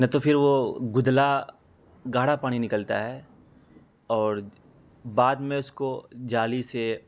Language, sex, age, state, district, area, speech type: Urdu, male, 18-30, Bihar, Araria, rural, spontaneous